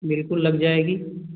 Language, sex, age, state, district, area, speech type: Hindi, male, 30-45, Uttar Pradesh, Azamgarh, rural, conversation